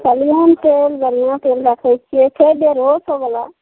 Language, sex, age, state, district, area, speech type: Maithili, female, 45-60, Bihar, Araria, rural, conversation